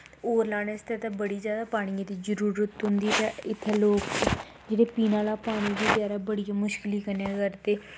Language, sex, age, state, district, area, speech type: Dogri, female, 18-30, Jammu and Kashmir, Kathua, rural, spontaneous